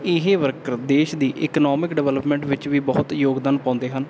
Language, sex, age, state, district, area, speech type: Punjabi, male, 18-30, Punjab, Bathinda, urban, spontaneous